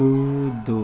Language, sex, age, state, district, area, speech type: Hindi, male, 18-30, Uttar Pradesh, Jaunpur, rural, read